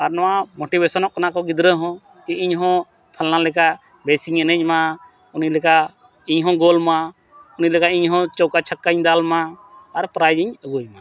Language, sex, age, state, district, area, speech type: Santali, male, 45-60, Jharkhand, Bokaro, rural, spontaneous